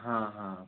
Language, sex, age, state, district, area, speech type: Hindi, male, 30-45, Uttar Pradesh, Chandauli, rural, conversation